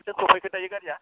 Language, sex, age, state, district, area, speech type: Bodo, male, 45-60, Assam, Udalguri, rural, conversation